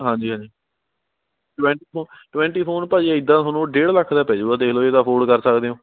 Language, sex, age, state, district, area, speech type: Punjabi, male, 45-60, Punjab, Patiala, urban, conversation